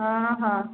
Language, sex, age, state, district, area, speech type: Odia, female, 45-60, Odisha, Angul, rural, conversation